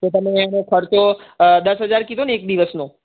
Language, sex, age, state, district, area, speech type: Gujarati, male, 18-30, Gujarat, Mehsana, rural, conversation